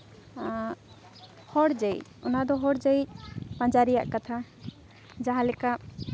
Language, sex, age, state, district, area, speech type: Santali, female, 18-30, Jharkhand, Seraikela Kharsawan, rural, spontaneous